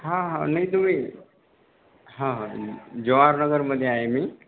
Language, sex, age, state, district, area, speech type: Marathi, male, 18-30, Maharashtra, Akola, rural, conversation